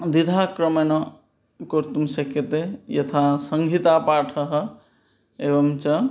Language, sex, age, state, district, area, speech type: Sanskrit, male, 30-45, West Bengal, Purba Medinipur, rural, spontaneous